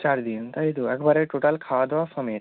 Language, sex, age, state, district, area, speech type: Bengali, male, 18-30, West Bengal, Bankura, rural, conversation